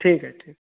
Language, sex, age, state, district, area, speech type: Hindi, male, 30-45, Bihar, Vaishali, rural, conversation